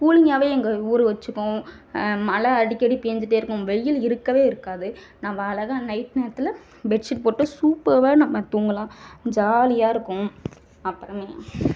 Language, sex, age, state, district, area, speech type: Tamil, female, 45-60, Tamil Nadu, Ariyalur, rural, spontaneous